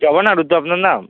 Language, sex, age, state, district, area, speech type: Bengali, male, 18-30, West Bengal, Kolkata, urban, conversation